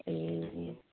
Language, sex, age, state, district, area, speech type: Nepali, female, 60+, West Bengal, Kalimpong, rural, conversation